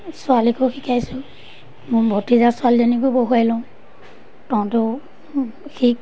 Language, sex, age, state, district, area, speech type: Assamese, female, 30-45, Assam, Majuli, urban, spontaneous